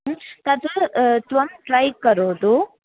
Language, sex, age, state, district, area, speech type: Sanskrit, female, 18-30, Kerala, Thrissur, urban, conversation